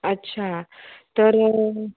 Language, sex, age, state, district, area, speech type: Marathi, female, 30-45, Maharashtra, Wardha, rural, conversation